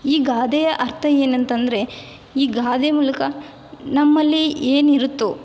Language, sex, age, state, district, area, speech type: Kannada, female, 18-30, Karnataka, Yadgir, urban, spontaneous